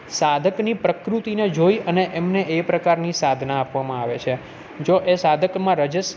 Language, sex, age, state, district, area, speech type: Gujarati, male, 30-45, Gujarat, Junagadh, urban, spontaneous